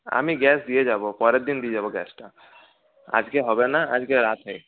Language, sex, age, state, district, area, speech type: Bengali, male, 30-45, West Bengal, Paschim Bardhaman, urban, conversation